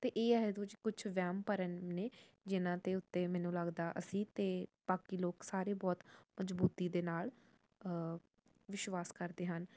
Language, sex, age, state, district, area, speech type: Punjabi, female, 18-30, Punjab, Jalandhar, urban, spontaneous